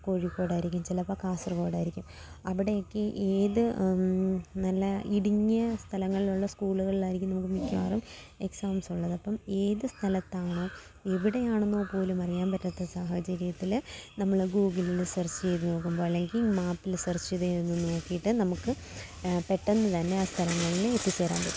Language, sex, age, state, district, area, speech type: Malayalam, female, 18-30, Kerala, Kollam, rural, spontaneous